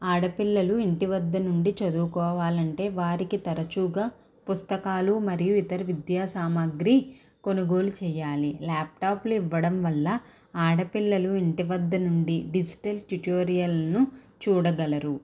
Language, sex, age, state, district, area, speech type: Telugu, female, 18-30, Andhra Pradesh, Konaseema, rural, spontaneous